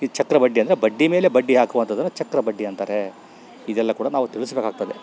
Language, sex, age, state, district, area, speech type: Kannada, male, 60+, Karnataka, Bellary, rural, spontaneous